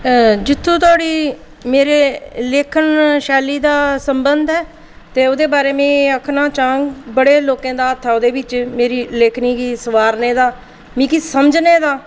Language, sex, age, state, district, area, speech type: Dogri, female, 45-60, Jammu and Kashmir, Jammu, urban, spontaneous